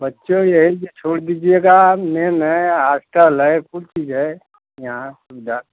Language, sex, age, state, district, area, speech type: Hindi, male, 60+, Uttar Pradesh, Ghazipur, rural, conversation